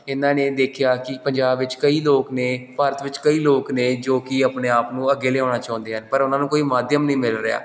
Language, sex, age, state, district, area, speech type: Punjabi, male, 18-30, Punjab, Gurdaspur, urban, spontaneous